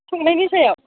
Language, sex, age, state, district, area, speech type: Bodo, female, 45-60, Assam, Chirang, rural, conversation